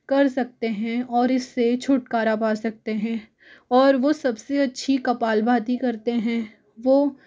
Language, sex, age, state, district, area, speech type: Hindi, female, 45-60, Rajasthan, Jaipur, urban, spontaneous